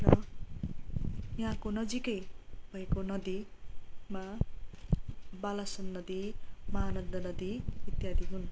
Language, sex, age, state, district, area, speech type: Nepali, female, 30-45, West Bengal, Darjeeling, rural, spontaneous